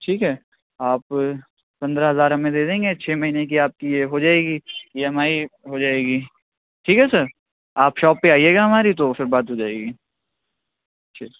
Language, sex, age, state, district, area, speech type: Urdu, male, 60+, Uttar Pradesh, Shahjahanpur, rural, conversation